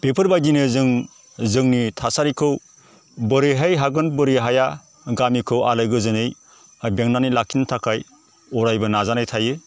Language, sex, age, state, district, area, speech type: Bodo, male, 45-60, Assam, Baksa, rural, spontaneous